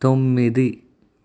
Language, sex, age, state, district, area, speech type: Telugu, male, 45-60, Andhra Pradesh, Kakinada, rural, read